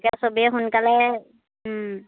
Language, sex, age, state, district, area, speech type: Assamese, female, 30-45, Assam, Lakhimpur, rural, conversation